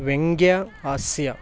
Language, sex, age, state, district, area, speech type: Kannada, male, 18-30, Karnataka, Chamarajanagar, rural, read